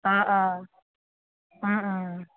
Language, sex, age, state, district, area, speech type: Assamese, female, 30-45, Assam, Udalguri, rural, conversation